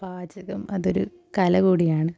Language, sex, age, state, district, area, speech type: Malayalam, female, 18-30, Kerala, Kasaragod, rural, spontaneous